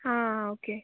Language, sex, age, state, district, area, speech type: Goan Konkani, female, 18-30, Goa, Canacona, rural, conversation